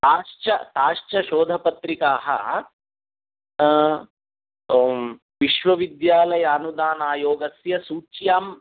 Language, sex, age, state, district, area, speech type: Sanskrit, male, 30-45, Telangana, Hyderabad, urban, conversation